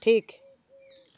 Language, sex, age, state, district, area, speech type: Santali, female, 30-45, West Bengal, Bankura, rural, read